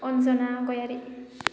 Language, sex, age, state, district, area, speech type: Bodo, female, 18-30, Assam, Baksa, rural, spontaneous